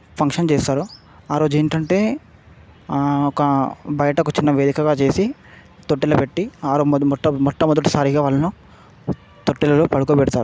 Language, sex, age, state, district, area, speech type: Telugu, male, 18-30, Telangana, Hyderabad, urban, spontaneous